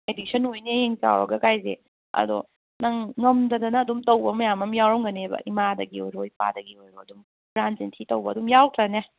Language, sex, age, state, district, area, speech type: Manipuri, female, 30-45, Manipur, Kangpokpi, urban, conversation